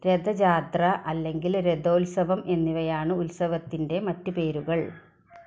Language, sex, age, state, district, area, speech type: Malayalam, female, 45-60, Kerala, Malappuram, rural, read